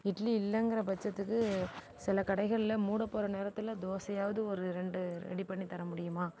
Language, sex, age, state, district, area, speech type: Tamil, female, 45-60, Tamil Nadu, Mayiladuthurai, urban, spontaneous